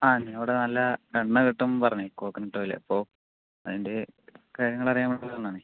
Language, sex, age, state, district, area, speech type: Malayalam, male, 45-60, Kerala, Palakkad, rural, conversation